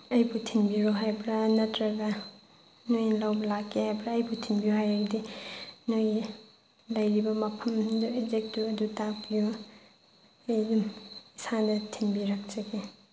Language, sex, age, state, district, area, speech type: Manipuri, female, 30-45, Manipur, Chandel, rural, spontaneous